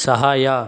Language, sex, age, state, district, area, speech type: Kannada, male, 18-30, Karnataka, Chikkaballapur, urban, read